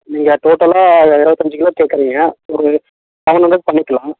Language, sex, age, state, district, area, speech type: Tamil, male, 18-30, Tamil Nadu, Tiruvannamalai, urban, conversation